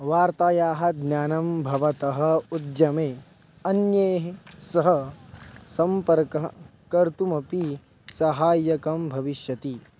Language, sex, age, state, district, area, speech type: Sanskrit, male, 18-30, Maharashtra, Buldhana, urban, read